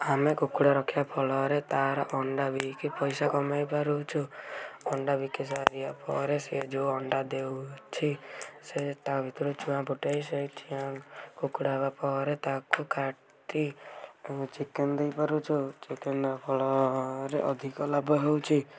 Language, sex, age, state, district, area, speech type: Odia, male, 18-30, Odisha, Kendujhar, urban, spontaneous